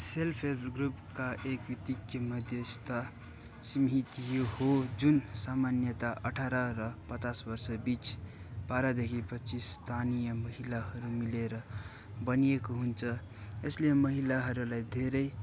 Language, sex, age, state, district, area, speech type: Nepali, male, 18-30, West Bengal, Darjeeling, rural, spontaneous